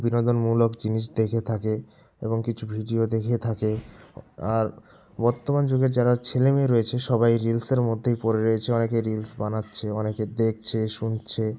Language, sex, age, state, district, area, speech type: Bengali, male, 30-45, West Bengal, Jalpaiguri, rural, spontaneous